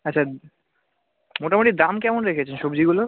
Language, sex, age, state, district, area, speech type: Bengali, male, 18-30, West Bengal, South 24 Parganas, rural, conversation